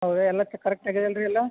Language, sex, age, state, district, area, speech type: Kannada, male, 45-60, Karnataka, Belgaum, rural, conversation